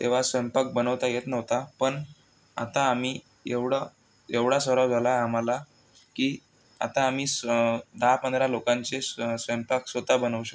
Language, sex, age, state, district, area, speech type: Marathi, male, 18-30, Maharashtra, Amravati, rural, spontaneous